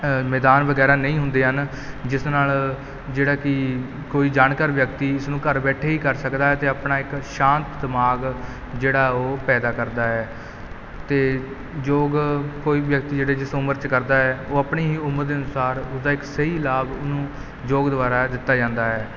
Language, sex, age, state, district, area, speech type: Punjabi, male, 30-45, Punjab, Kapurthala, urban, spontaneous